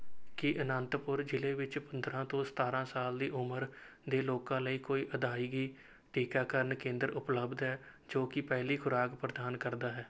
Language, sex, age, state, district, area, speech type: Punjabi, male, 18-30, Punjab, Rupnagar, rural, read